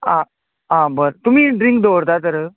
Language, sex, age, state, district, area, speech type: Goan Konkani, male, 45-60, Goa, Canacona, rural, conversation